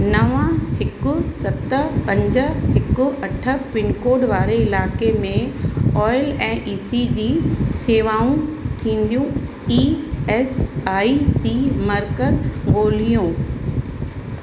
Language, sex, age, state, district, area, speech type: Sindhi, female, 45-60, Uttar Pradesh, Lucknow, rural, read